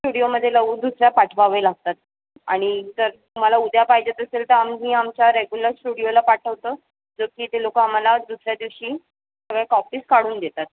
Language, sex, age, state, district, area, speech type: Marathi, female, 30-45, Maharashtra, Mumbai Suburban, urban, conversation